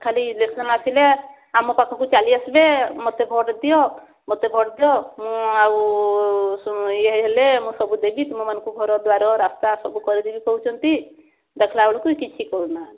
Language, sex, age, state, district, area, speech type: Odia, female, 30-45, Odisha, Mayurbhanj, rural, conversation